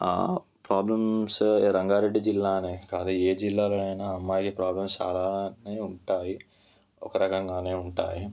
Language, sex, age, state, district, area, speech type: Telugu, male, 18-30, Telangana, Ranga Reddy, rural, spontaneous